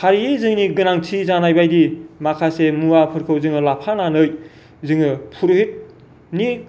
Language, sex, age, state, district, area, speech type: Bodo, male, 45-60, Assam, Kokrajhar, rural, spontaneous